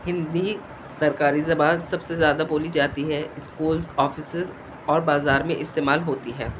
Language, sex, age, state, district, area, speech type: Urdu, female, 45-60, Delhi, South Delhi, urban, spontaneous